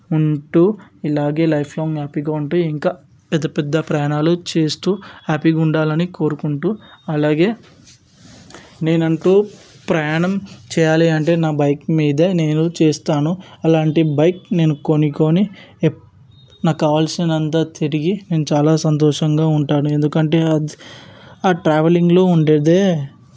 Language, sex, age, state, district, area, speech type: Telugu, male, 18-30, Telangana, Hyderabad, urban, spontaneous